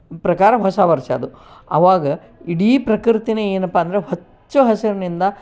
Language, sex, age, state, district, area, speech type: Kannada, female, 60+, Karnataka, Koppal, rural, spontaneous